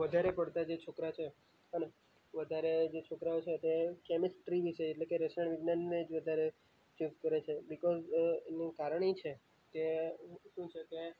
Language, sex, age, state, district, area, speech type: Gujarati, male, 18-30, Gujarat, Valsad, rural, spontaneous